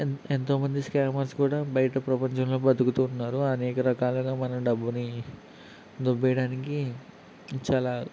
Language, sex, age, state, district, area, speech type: Telugu, male, 18-30, Andhra Pradesh, Konaseema, rural, spontaneous